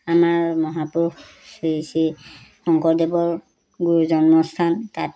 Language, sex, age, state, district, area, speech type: Assamese, female, 60+, Assam, Golaghat, rural, spontaneous